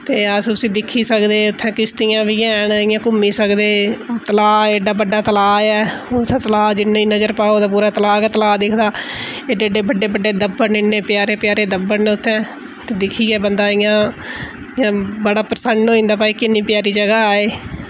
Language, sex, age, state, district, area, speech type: Dogri, female, 30-45, Jammu and Kashmir, Udhampur, urban, spontaneous